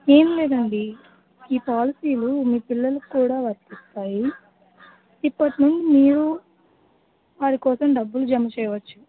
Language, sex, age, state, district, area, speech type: Telugu, female, 60+, Andhra Pradesh, West Godavari, rural, conversation